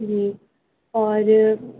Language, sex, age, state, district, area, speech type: Urdu, female, 18-30, Delhi, North East Delhi, urban, conversation